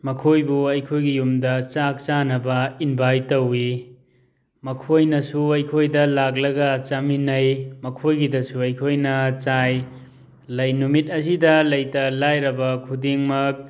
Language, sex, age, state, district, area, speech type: Manipuri, male, 30-45, Manipur, Thoubal, urban, spontaneous